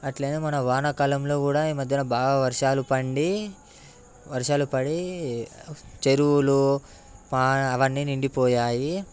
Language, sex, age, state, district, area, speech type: Telugu, male, 18-30, Telangana, Ranga Reddy, urban, spontaneous